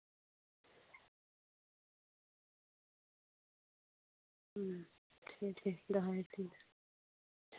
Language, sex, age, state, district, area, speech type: Santali, female, 18-30, West Bengal, Paschim Bardhaman, rural, conversation